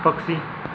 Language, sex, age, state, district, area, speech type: Hindi, male, 18-30, Rajasthan, Nagaur, urban, read